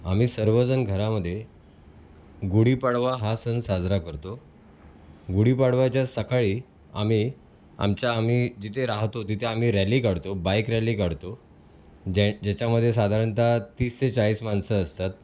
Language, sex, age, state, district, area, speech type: Marathi, male, 30-45, Maharashtra, Mumbai City, urban, spontaneous